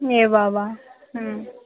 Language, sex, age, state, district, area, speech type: Bengali, female, 18-30, West Bengal, Howrah, urban, conversation